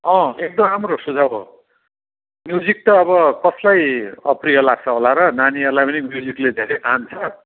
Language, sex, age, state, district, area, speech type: Nepali, male, 60+, West Bengal, Kalimpong, rural, conversation